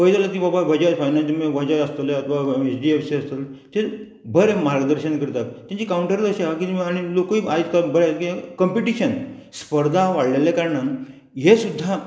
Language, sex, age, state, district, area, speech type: Goan Konkani, male, 45-60, Goa, Murmgao, rural, spontaneous